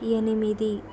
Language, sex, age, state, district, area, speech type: Telugu, female, 18-30, Andhra Pradesh, Krishna, urban, read